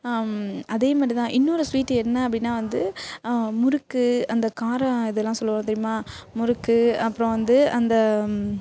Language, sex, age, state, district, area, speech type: Tamil, female, 18-30, Tamil Nadu, Thanjavur, urban, spontaneous